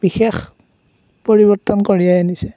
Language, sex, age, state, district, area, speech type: Assamese, male, 18-30, Assam, Darrang, rural, spontaneous